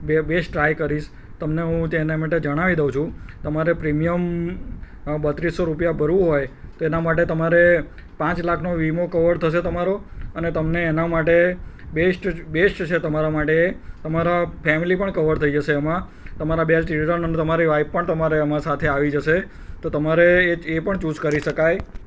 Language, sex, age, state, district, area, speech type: Gujarati, male, 45-60, Gujarat, Kheda, rural, spontaneous